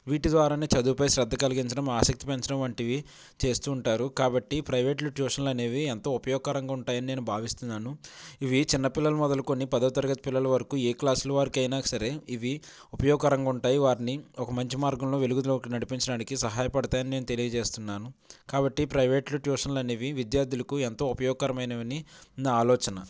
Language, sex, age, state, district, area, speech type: Telugu, male, 18-30, Andhra Pradesh, Konaseema, rural, spontaneous